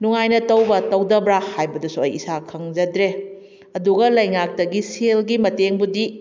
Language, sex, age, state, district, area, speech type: Manipuri, female, 30-45, Manipur, Kakching, rural, spontaneous